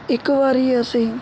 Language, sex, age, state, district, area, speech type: Punjabi, male, 18-30, Punjab, Mohali, rural, spontaneous